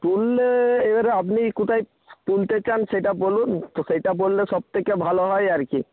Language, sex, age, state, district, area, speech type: Bengali, male, 45-60, West Bengal, Nadia, rural, conversation